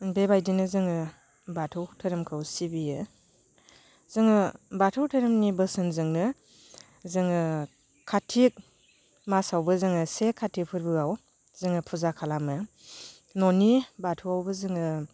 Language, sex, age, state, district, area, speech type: Bodo, female, 30-45, Assam, Baksa, rural, spontaneous